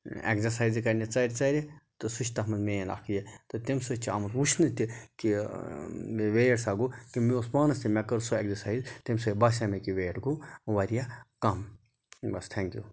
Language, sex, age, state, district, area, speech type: Kashmiri, male, 30-45, Jammu and Kashmir, Budgam, rural, spontaneous